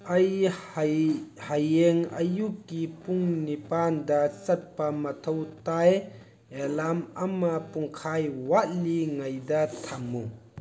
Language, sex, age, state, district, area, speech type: Manipuri, male, 30-45, Manipur, Thoubal, rural, read